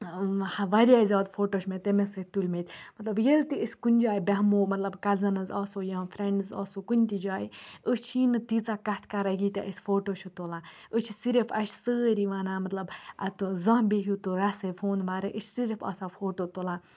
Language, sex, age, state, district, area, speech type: Kashmiri, female, 18-30, Jammu and Kashmir, Baramulla, urban, spontaneous